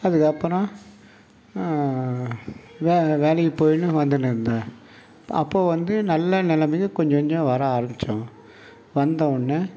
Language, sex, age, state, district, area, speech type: Tamil, male, 60+, Tamil Nadu, Mayiladuthurai, rural, spontaneous